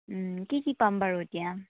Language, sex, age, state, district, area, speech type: Assamese, female, 30-45, Assam, Tinsukia, urban, conversation